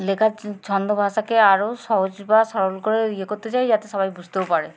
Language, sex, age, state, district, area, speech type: Bengali, female, 45-60, West Bengal, Hooghly, urban, spontaneous